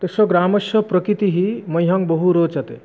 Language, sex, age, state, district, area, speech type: Sanskrit, male, 18-30, West Bengal, Murshidabad, rural, spontaneous